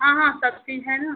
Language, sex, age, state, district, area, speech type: Hindi, female, 30-45, Uttar Pradesh, Ghazipur, rural, conversation